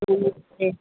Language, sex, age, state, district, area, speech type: Hindi, female, 45-60, Uttar Pradesh, Mau, rural, conversation